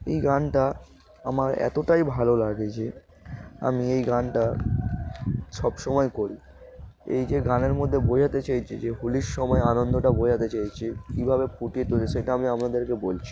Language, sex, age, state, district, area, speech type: Bengali, male, 18-30, West Bengal, Darjeeling, urban, spontaneous